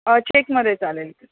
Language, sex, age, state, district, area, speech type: Marathi, female, 30-45, Maharashtra, Kolhapur, urban, conversation